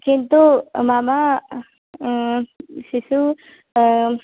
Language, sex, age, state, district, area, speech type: Sanskrit, female, 18-30, Kerala, Kannur, rural, conversation